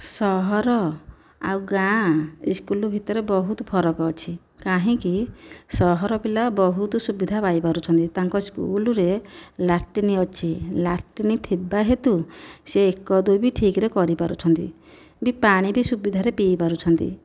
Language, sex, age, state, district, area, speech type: Odia, female, 45-60, Odisha, Nayagarh, rural, spontaneous